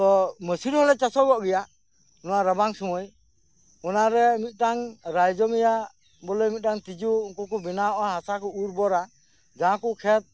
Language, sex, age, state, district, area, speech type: Santali, male, 45-60, West Bengal, Birbhum, rural, spontaneous